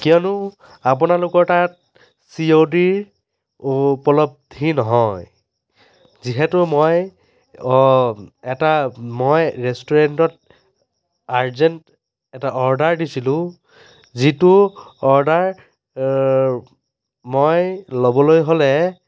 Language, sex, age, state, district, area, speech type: Assamese, male, 30-45, Assam, Biswanath, rural, spontaneous